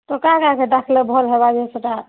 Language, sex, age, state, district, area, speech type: Odia, female, 30-45, Odisha, Kalahandi, rural, conversation